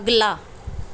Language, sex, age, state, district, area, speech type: Punjabi, female, 30-45, Punjab, Mansa, urban, read